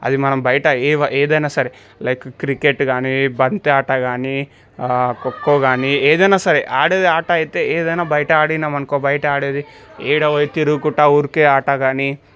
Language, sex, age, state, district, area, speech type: Telugu, male, 18-30, Telangana, Medchal, urban, spontaneous